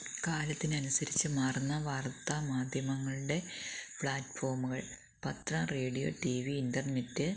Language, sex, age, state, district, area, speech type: Malayalam, female, 30-45, Kerala, Kollam, rural, spontaneous